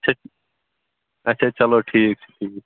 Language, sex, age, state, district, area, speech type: Kashmiri, male, 18-30, Jammu and Kashmir, Baramulla, rural, conversation